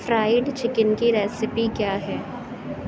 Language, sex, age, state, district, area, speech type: Urdu, female, 30-45, Uttar Pradesh, Aligarh, urban, read